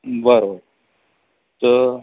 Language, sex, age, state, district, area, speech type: Marathi, male, 30-45, Maharashtra, Buldhana, urban, conversation